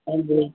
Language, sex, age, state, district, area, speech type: Punjabi, female, 60+, Punjab, Fazilka, rural, conversation